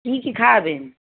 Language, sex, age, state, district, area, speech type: Bengali, female, 30-45, West Bengal, Darjeeling, rural, conversation